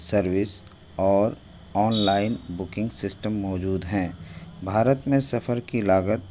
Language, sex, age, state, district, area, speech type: Urdu, male, 18-30, Delhi, New Delhi, rural, spontaneous